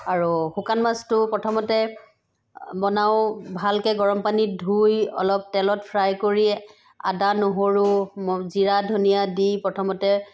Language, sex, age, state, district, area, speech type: Assamese, female, 45-60, Assam, Sivasagar, rural, spontaneous